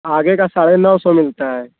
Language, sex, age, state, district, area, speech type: Hindi, male, 18-30, Uttar Pradesh, Azamgarh, rural, conversation